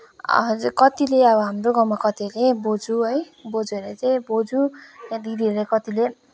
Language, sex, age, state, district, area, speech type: Nepali, female, 18-30, West Bengal, Kalimpong, rural, spontaneous